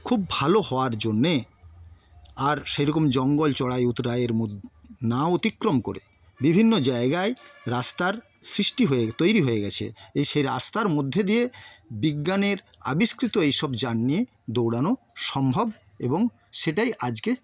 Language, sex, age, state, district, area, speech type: Bengali, male, 60+, West Bengal, Paschim Medinipur, rural, spontaneous